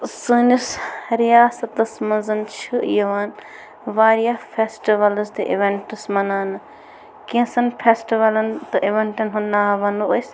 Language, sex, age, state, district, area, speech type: Kashmiri, female, 18-30, Jammu and Kashmir, Bandipora, rural, spontaneous